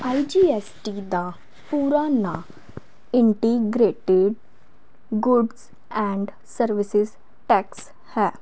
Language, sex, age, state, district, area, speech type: Punjabi, female, 18-30, Punjab, Fazilka, rural, spontaneous